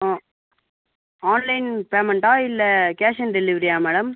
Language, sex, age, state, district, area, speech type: Tamil, male, 30-45, Tamil Nadu, Viluppuram, rural, conversation